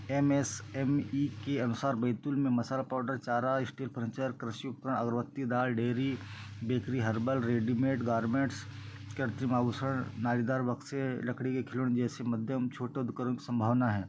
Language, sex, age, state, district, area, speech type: Hindi, male, 30-45, Madhya Pradesh, Betul, rural, spontaneous